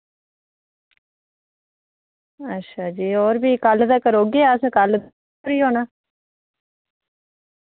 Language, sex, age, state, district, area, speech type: Dogri, female, 18-30, Jammu and Kashmir, Reasi, rural, conversation